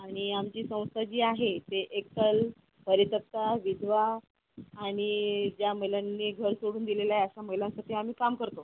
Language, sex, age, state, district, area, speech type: Marathi, female, 30-45, Maharashtra, Akola, urban, conversation